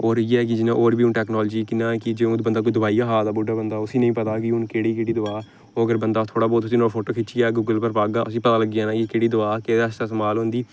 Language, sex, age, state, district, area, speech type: Dogri, male, 18-30, Jammu and Kashmir, Reasi, rural, spontaneous